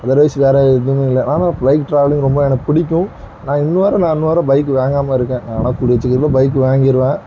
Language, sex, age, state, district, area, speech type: Tamil, male, 30-45, Tamil Nadu, Thoothukudi, urban, spontaneous